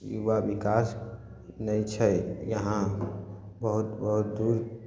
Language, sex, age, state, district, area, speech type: Maithili, male, 18-30, Bihar, Samastipur, rural, spontaneous